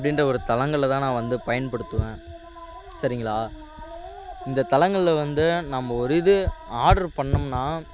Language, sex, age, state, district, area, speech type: Tamil, male, 18-30, Tamil Nadu, Kallakurichi, urban, spontaneous